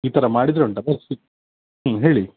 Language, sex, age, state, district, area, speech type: Kannada, male, 30-45, Karnataka, Shimoga, rural, conversation